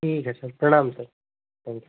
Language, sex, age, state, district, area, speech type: Hindi, male, 18-30, Uttar Pradesh, Prayagraj, rural, conversation